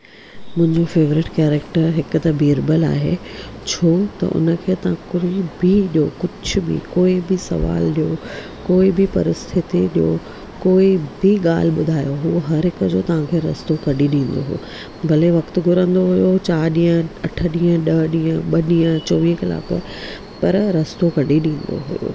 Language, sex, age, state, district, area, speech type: Sindhi, female, 30-45, Maharashtra, Thane, urban, spontaneous